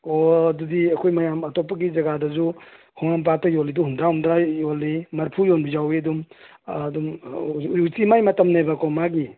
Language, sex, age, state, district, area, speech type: Manipuri, male, 45-60, Manipur, Imphal East, rural, conversation